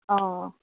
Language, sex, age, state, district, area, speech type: Assamese, female, 30-45, Assam, Goalpara, rural, conversation